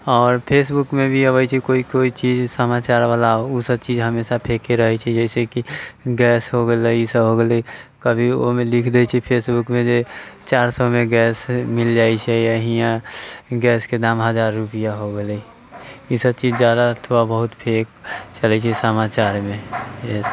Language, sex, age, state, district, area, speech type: Maithili, male, 18-30, Bihar, Muzaffarpur, rural, spontaneous